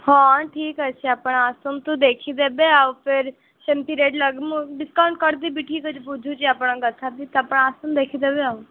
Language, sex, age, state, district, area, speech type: Odia, female, 18-30, Odisha, Sundergarh, urban, conversation